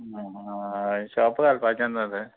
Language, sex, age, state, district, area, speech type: Goan Konkani, male, 30-45, Goa, Murmgao, rural, conversation